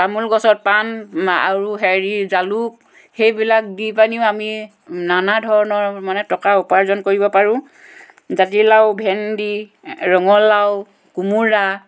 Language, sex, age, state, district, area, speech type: Assamese, female, 60+, Assam, Dhemaji, rural, spontaneous